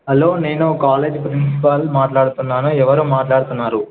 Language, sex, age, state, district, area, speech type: Telugu, male, 18-30, Telangana, Nizamabad, urban, conversation